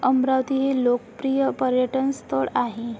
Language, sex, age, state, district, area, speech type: Marathi, female, 18-30, Maharashtra, Amravati, rural, spontaneous